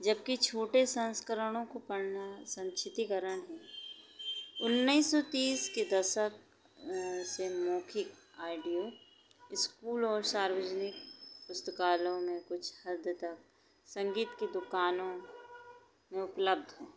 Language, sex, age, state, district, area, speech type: Hindi, female, 30-45, Madhya Pradesh, Chhindwara, urban, spontaneous